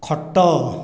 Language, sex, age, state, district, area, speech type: Odia, male, 60+, Odisha, Khordha, rural, read